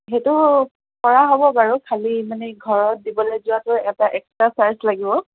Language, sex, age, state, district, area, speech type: Assamese, female, 30-45, Assam, Golaghat, urban, conversation